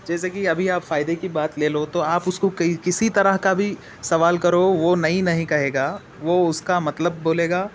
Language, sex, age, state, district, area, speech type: Urdu, male, 18-30, Telangana, Hyderabad, urban, spontaneous